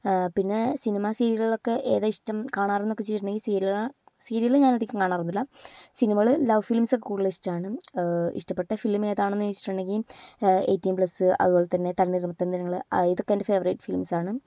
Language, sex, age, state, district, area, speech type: Malayalam, female, 18-30, Kerala, Kozhikode, urban, spontaneous